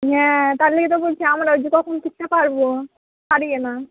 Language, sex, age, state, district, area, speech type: Bengali, female, 18-30, West Bengal, Murshidabad, rural, conversation